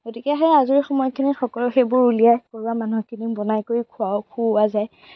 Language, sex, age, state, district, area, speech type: Assamese, female, 45-60, Assam, Darrang, rural, spontaneous